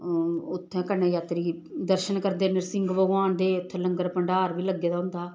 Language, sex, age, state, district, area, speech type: Dogri, female, 45-60, Jammu and Kashmir, Samba, rural, spontaneous